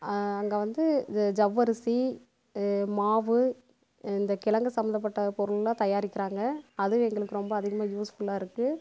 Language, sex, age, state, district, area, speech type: Tamil, female, 30-45, Tamil Nadu, Namakkal, rural, spontaneous